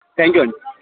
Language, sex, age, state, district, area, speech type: Telugu, male, 30-45, Andhra Pradesh, Kadapa, rural, conversation